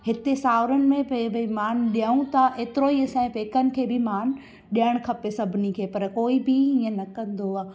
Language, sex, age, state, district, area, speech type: Sindhi, female, 18-30, Gujarat, Junagadh, rural, spontaneous